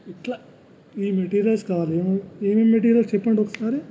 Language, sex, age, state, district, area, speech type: Telugu, male, 30-45, Telangana, Vikarabad, urban, spontaneous